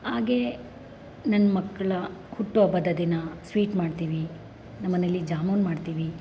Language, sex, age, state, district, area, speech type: Kannada, male, 30-45, Karnataka, Bangalore Rural, rural, spontaneous